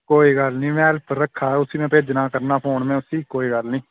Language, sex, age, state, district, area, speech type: Dogri, male, 18-30, Jammu and Kashmir, Udhampur, rural, conversation